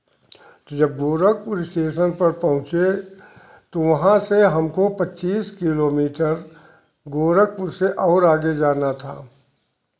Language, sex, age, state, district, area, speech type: Hindi, male, 60+, Uttar Pradesh, Jaunpur, rural, spontaneous